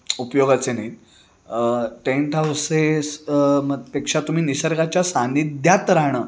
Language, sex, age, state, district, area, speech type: Marathi, male, 30-45, Maharashtra, Sangli, urban, spontaneous